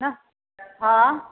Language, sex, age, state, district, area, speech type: Maithili, female, 60+, Bihar, Sitamarhi, rural, conversation